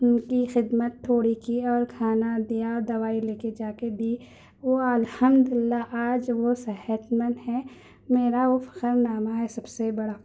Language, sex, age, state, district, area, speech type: Urdu, female, 30-45, Telangana, Hyderabad, urban, spontaneous